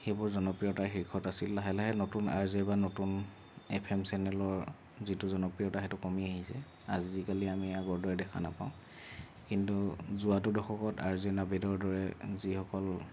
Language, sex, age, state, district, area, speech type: Assamese, male, 30-45, Assam, Kamrup Metropolitan, urban, spontaneous